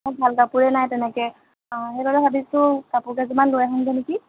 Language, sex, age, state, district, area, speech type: Assamese, female, 18-30, Assam, Jorhat, urban, conversation